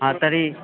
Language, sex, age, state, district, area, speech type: Sanskrit, male, 30-45, West Bengal, Murshidabad, urban, conversation